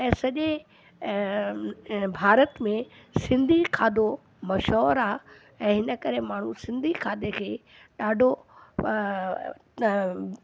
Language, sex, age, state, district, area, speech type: Sindhi, female, 60+, Delhi, South Delhi, rural, spontaneous